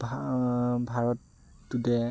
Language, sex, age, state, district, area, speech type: Assamese, male, 18-30, Assam, Dhemaji, rural, spontaneous